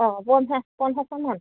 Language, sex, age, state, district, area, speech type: Assamese, female, 30-45, Assam, Udalguri, rural, conversation